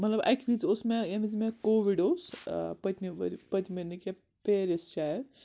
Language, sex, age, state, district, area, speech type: Kashmiri, female, 60+, Jammu and Kashmir, Srinagar, urban, spontaneous